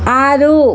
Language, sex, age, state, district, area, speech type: Kannada, female, 45-60, Karnataka, Tumkur, urban, read